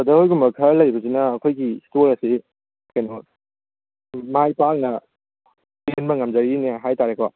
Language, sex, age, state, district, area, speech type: Manipuri, male, 18-30, Manipur, Kangpokpi, urban, conversation